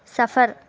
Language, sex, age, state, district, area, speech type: Urdu, female, 18-30, Telangana, Hyderabad, urban, read